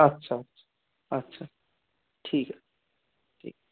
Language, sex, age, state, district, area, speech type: Bengali, male, 18-30, West Bengal, Darjeeling, rural, conversation